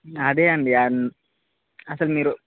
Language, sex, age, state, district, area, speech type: Telugu, male, 18-30, Telangana, Khammam, urban, conversation